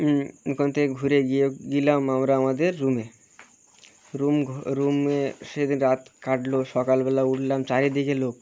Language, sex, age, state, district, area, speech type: Bengali, male, 30-45, West Bengal, Birbhum, urban, spontaneous